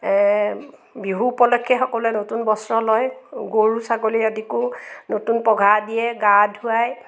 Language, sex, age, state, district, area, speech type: Assamese, female, 45-60, Assam, Morigaon, rural, spontaneous